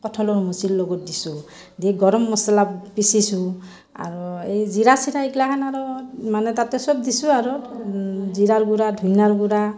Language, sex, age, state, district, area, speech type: Assamese, female, 45-60, Assam, Barpeta, rural, spontaneous